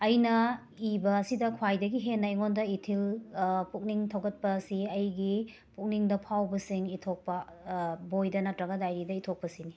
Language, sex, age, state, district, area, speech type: Manipuri, female, 30-45, Manipur, Imphal West, urban, spontaneous